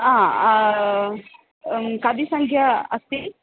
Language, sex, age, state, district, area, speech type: Sanskrit, female, 18-30, Kerala, Thrissur, urban, conversation